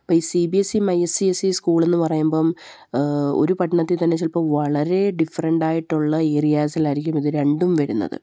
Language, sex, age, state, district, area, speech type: Malayalam, female, 30-45, Kerala, Palakkad, rural, spontaneous